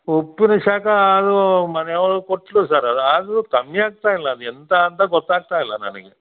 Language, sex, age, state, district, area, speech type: Kannada, male, 60+, Karnataka, Dakshina Kannada, rural, conversation